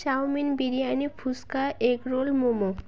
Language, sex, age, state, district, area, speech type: Bengali, female, 18-30, West Bengal, Birbhum, urban, spontaneous